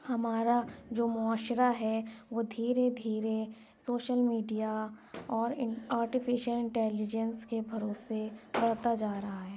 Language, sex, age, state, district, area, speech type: Urdu, female, 18-30, Uttar Pradesh, Lucknow, urban, spontaneous